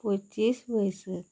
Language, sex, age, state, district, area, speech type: Santali, female, 30-45, West Bengal, Bankura, rural, spontaneous